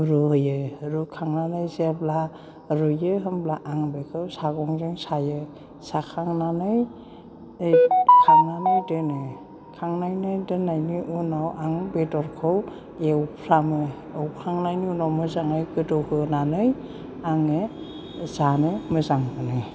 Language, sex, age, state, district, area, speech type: Bodo, female, 60+, Assam, Chirang, rural, spontaneous